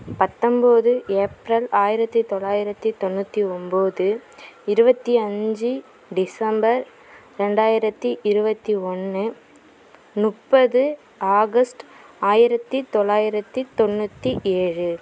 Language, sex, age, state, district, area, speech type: Tamil, female, 45-60, Tamil Nadu, Mayiladuthurai, rural, spontaneous